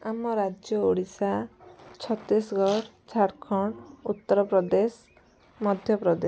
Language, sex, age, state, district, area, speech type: Odia, female, 18-30, Odisha, Kendujhar, urban, spontaneous